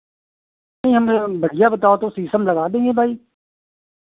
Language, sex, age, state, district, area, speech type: Hindi, male, 60+, Uttar Pradesh, Sitapur, rural, conversation